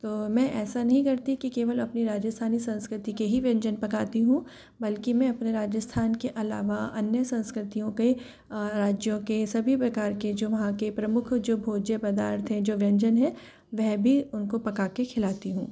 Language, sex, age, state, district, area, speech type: Hindi, female, 45-60, Rajasthan, Jaipur, urban, spontaneous